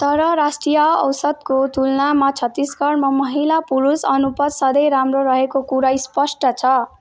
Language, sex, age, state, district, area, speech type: Nepali, female, 18-30, West Bengal, Jalpaiguri, rural, read